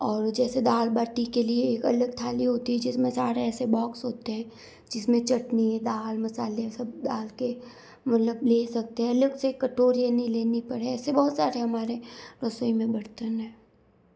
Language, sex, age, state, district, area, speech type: Hindi, female, 30-45, Rajasthan, Jodhpur, urban, spontaneous